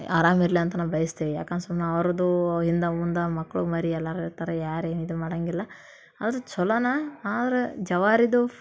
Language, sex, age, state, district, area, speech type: Kannada, female, 18-30, Karnataka, Dharwad, urban, spontaneous